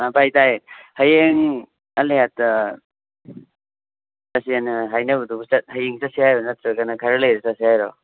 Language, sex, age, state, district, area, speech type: Manipuri, male, 18-30, Manipur, Thoubal, rural, conversation